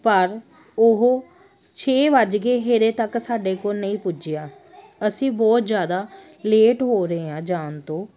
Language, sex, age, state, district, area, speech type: Punjabi, female, 30-45, Punjab, Amritsar, urban, spontaneous